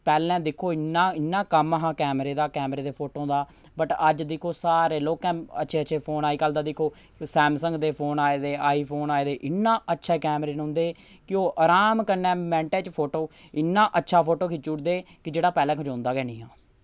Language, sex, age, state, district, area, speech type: Dogri, male, 30-45, Jammu and Kashmir, Samba, rural, spontaneous